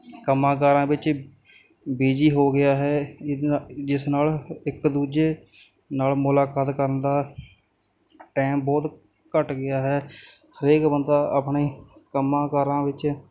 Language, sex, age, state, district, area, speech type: Punjabi, male, 18-30, Punjab, Kapurthala, rural, spontaneous